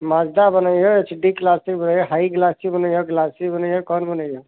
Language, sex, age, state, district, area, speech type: Hindi, male, 30-45, Uttar Pradesh, Sitapur, rural, conversation